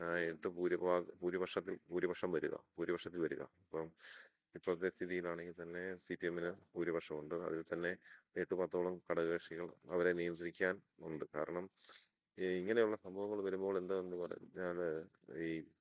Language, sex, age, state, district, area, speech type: Malayalam, male, 30-45, Kerala, Idukki, rural, spontaneous